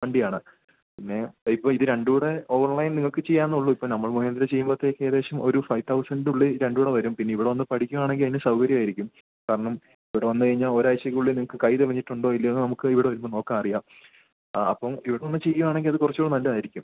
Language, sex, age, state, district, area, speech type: Malayalam, male, 18-30, Kerala, Idukki, rural, conversation